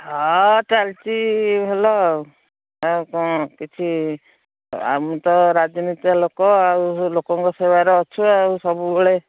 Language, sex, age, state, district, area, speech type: Odia, female, 60+, Odisha, Jharsuguda, rural, conversation